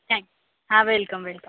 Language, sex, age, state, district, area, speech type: Marathi, female, 18-30, Maharashtra, Akola, urban, conversation